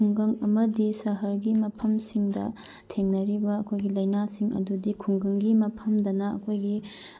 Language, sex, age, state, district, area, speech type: Manipuri, female, 30-45, Manipur, Bishnupur, rural, spontaneous